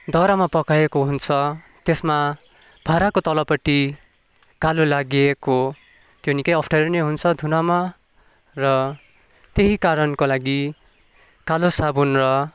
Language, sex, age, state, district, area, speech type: Nepali, male, 18-30, West Bengal, Kalimpong, urban, spontaneous